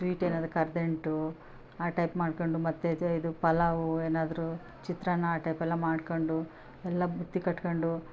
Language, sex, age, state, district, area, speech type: Kannada, female, 45-60, Karnataka, Bellary, rural, spontaneous